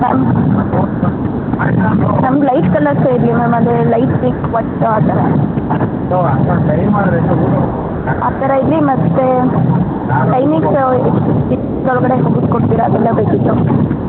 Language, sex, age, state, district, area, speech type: Kannada, female, 30-45, Karnataka, Hassan, urban, conversation